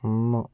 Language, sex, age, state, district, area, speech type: Malayalam, male, 18-30, Kerala, Kozhikode, urban, read